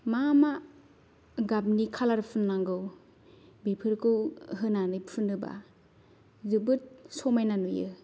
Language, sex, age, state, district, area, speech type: Bodo, female, 30-45, Assam, Kokrajhar, rural, spontaneous